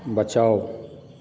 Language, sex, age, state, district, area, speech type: Maithili, male, 45-60, Bihar, Supaul, rural, read